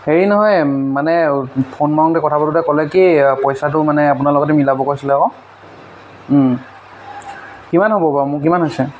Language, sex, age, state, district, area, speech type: Assamese, male, 18-30, Assam, Tinsukia, rural, spontaneous